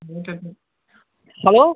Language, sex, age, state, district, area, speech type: Tamil, male, 30-45, Tamil Nadu, Cuddalore, urban, conversation